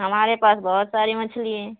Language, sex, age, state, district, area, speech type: Urdu, female, 18-30, Bihar, Khagaria, rural, conversation